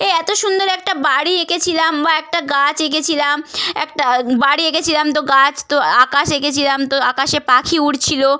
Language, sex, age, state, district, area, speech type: Bengali, female, 18-30, West Bengal, Purba Medinipur, rural, spontaneous